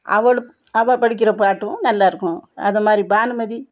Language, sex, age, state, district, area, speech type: Tamil, female, 60+, Tamil Nadu, Thoothukudi, rural, spontaneous